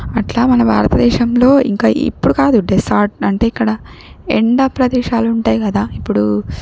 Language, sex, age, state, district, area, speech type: Telugu, female, 18-30, Telangana, Siddipet, rural, spontaneous